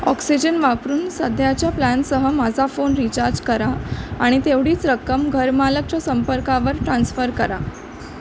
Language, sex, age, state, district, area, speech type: Marathi, female, 18-30, Maharashtra, Mumbai Suburban, urban, read